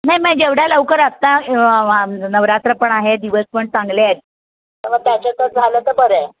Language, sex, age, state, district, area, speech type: Marathi, female, 60+, Maharashtra, Thane, urban, conversation